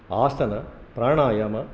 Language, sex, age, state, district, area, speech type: Sanskrit, male, 60+, Karnataka, Dharwad, rural, spontaneous